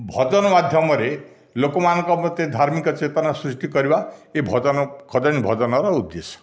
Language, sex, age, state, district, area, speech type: Odia, male, 60+, Odisha, Dhenkanal, rural, spontaneous